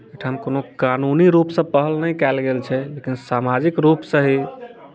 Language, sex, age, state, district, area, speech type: Maithili, male, 18-30, Bihar, Muzaffarpur, rural, spontaneous